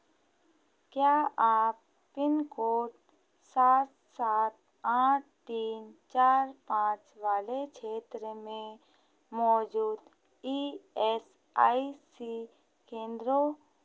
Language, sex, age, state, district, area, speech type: Hindi, female, 30-45, Madhya Pradesh, Hoshangabad, urban, read